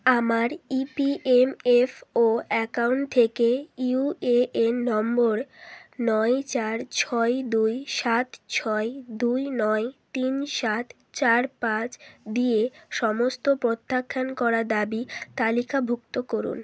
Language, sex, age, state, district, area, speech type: Bengali, female, 30-45, West Bengal, Bankura, urban, read